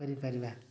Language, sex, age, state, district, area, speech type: Odia, male, 30-45, Odisha, Mayurbhanj, rural, spontaneous